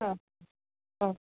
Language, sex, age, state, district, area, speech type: Malayalam, female, 30-45, Kerala, Kottayam, rural, conversation